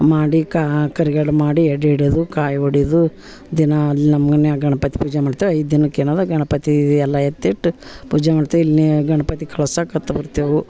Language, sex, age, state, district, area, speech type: Kannada, female, 60+, Karnataka, Dharwad, rural, spontaneous